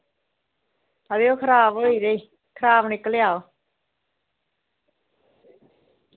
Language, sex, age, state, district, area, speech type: Dogri, female, 30-45, Jammu and Kashmir, Reasi, rural, conversation